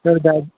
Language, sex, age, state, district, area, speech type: Hindi, male, 18-30, Uttar Pradesh, Ghazipur, rural, conversation